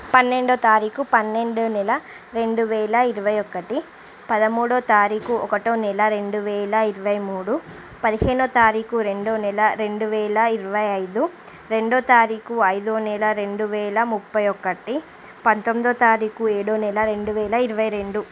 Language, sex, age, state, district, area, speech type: Telugu, female, 30-45, Andhra Pradesh, Srikakulam, urban, spontaneous